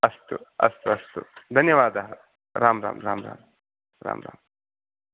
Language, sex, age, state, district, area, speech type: Sanskrit, male, 30-45, Karnataka, Udupi, urban, conversation